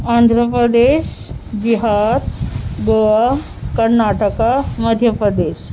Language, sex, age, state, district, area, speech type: Urdu, female, 18-30, Delhi, Central Delhi, urban, spontaneous